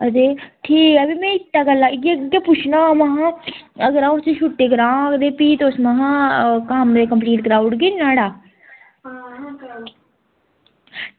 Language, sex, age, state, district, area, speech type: Dogri, female, 18-30, Jammu and Kashmir, Udhampur, rural, conversation